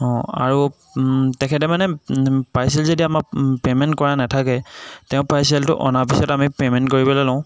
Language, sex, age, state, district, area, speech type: Assamese, male, 18-30, Assam, Jorhat, urban, spontaneous